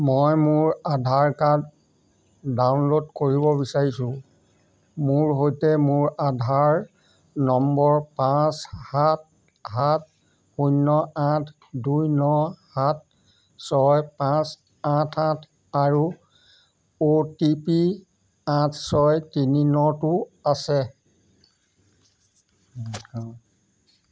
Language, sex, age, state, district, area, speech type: Assamese, male, 45-60, Assam, Jorhat, urban, read